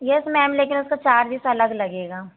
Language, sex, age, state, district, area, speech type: Hindi, female, 18-30, Madhya Pradesh, Hoshangabad, rural, conversation